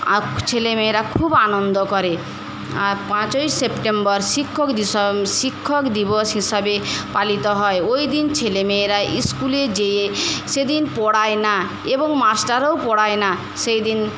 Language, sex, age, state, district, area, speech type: Bengali, female, 45-60, West Bengal, Paschim Medinipur, rural, spontaneous